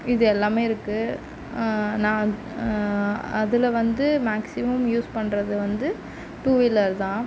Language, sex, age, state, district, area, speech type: Tamil, female, 30-45, Tamil Nadu, Mayiladuthurai, urban, spontaneous